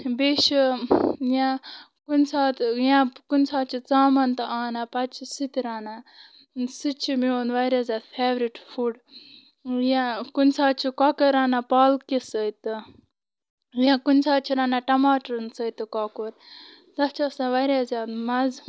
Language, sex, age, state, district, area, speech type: Kashmiri, female, 30-45, Jammu and Kashmir, Bandipora, rural, spontaneous